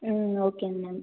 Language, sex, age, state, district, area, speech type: Tamil, female, 18-30, Tamil Nadu, Viluppuram, urban, conversation